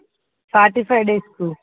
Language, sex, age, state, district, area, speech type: Telugu, female, 45-60, Andhra Pradesh, Visakhapatnam, urban, conversation